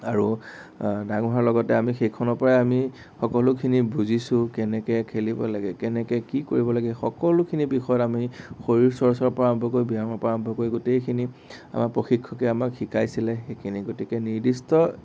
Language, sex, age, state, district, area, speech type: Assamese, male, 18-30, Assam, Nagaon, rural, spontaneous